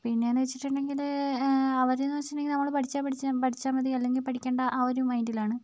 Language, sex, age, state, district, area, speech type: Malayalam, female, 18-30, Kerala, Wayanad, rural, spontaneous